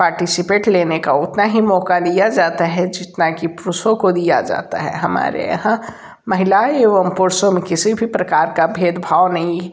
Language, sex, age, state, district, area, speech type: Hindi, male, 30-45, Uttar Pradesh, Sonbhadra, rural, spontaneous